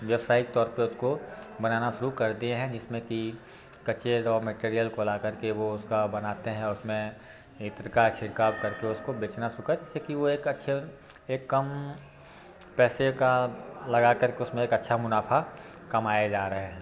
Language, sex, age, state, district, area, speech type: Hindi, male, 30-45, Bihar, Darbhanga, rural, spontaneous